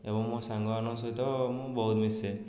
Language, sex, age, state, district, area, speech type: Odia, male, 18-30, Odisha, Khordha, rural, spontaneous